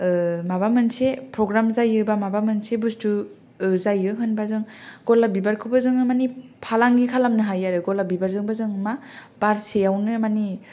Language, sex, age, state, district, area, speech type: Bodo, female, 18-30, Assam, Kokrajhar, rural, spontaneous